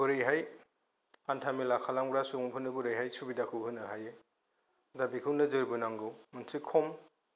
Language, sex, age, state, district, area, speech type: Bodo, male, 30-45, Assam, Kokrajhar, rural, spontaneous